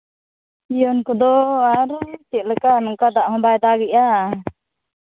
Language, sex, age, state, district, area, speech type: Santali, female, 30-45, Jharkhand, East Singhbhum, rural, conversation